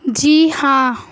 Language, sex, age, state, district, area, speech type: Urdu, female, 18-30, Bihar, Gaya, urban, spontaneous